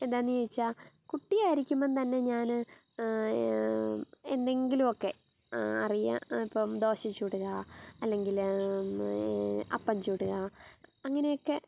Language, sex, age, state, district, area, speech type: Malayalam, female, 30-45, Kerala, Kottayam, rural, spontaneous